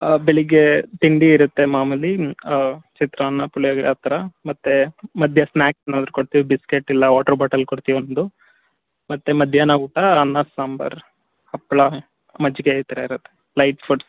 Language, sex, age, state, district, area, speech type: Kannada, male, 45-60, Karnataka, Tumkur, rural, conversation